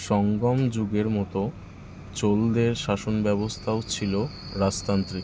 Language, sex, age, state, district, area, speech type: Bengali, male, 30-45, West Bengal, Kolkata, urban, read